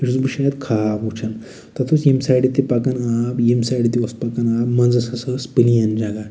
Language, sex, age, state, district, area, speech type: Kashmiri, male, 45-60, Jammu and Kashmir, Budgam, urban, spontaneous